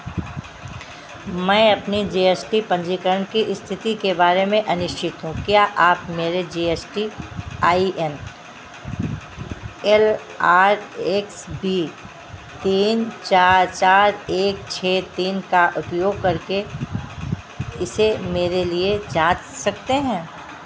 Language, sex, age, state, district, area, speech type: Hindi, female, 60+, Uttar Pradesh, Sitapur, rural, read